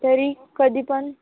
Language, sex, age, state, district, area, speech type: Marathi, female, 18-30, Maharashtra, Wardha, rural, conversation